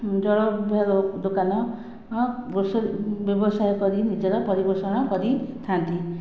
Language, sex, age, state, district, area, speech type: Odia, female, 45-60, Odisha, Khordha, rural, spontaneous